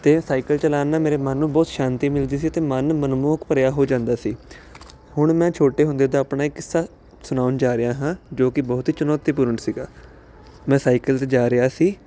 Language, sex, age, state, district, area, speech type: Punjabi, male, 30-45, Punjab, Jalandhar, urban, spontaneous